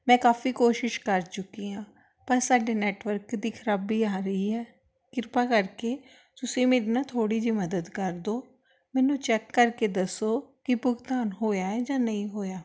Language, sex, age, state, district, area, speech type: Punjabi, female, 30-45, Punjab, Tarn Taran, urban, spontaneous